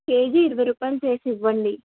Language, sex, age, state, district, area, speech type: Telugu, female, 18-30, Andhra Pradesh, Krishna, urban, conversation